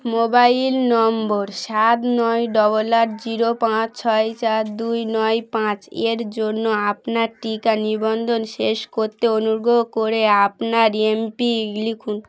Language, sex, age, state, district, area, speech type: Bengali, female, 18-30, West Bengal, Dakshin Dinajpur, urban, read